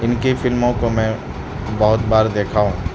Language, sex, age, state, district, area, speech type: Urdu, male, 30-45, Delhi, South Delhi, rural, spontaneous